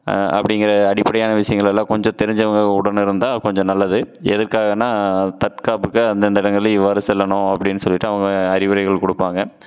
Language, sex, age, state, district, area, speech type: Tamil, male, 30-45, Tamil Nadu, Tiruppur, rural, spontaneous